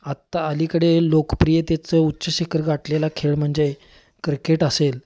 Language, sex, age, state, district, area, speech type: Marathi, male, 30-45, Maharashtra, Kolhapur, urban, spontaneous